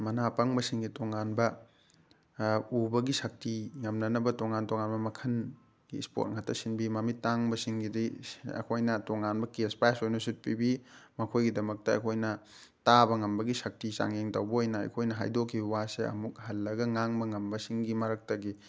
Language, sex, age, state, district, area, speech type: Manipuri, male, 30-45, Manipur, Thoubal, rural, spontaneous